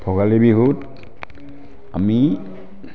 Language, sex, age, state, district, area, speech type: Assamese, male, 60+, Assam, Barpeta, rural, spontaneous